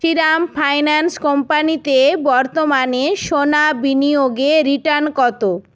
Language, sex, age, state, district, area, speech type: Bengali, female, 45-60, West Bengal, Purba Medinipur, rural, read